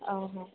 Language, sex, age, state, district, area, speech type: Odia, female, 18-30, Odisha, Sambalpur, rural, conversation